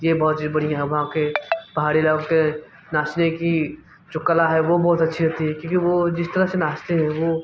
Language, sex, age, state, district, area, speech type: Hindi, male, 18-30, Uttar Pradesh, Mirzapur, urban, spontaneous